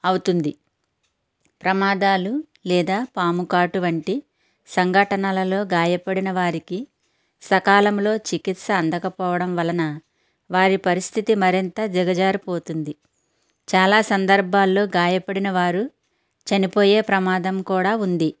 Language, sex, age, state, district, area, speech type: Telugu, female, 60+, Andhra Pradesh, Konaseema, rural, spontaneous